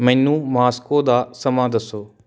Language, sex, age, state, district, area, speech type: Punjabi, male, 18-30, Punjab, Patiala, urban, read